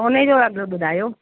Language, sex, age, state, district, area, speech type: Sindhi, female, 45-60, Delhi, South Delhi, rural, conversation